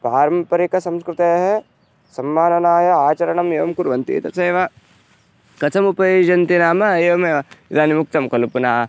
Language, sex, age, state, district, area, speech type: Sanskrit, male, 18-30, Karnataka, Vijayapura, rural, spontaneous